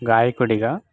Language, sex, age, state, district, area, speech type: Telugu, male, 18-30, Telangana, Khammam, urban, spontaneous